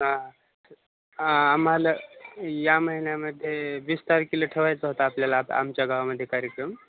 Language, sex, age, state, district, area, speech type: Marathi, male, 18-30, Maharashtra, Osmanabad, rural, conversation